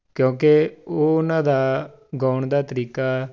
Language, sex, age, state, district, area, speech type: Punjabi, male, 30-45, Punjab, Tarn Taran, rural, spontaneous